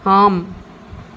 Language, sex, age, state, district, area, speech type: Tamil, female, 30-45, Tamil Nadu, Dharmapuri, rural, read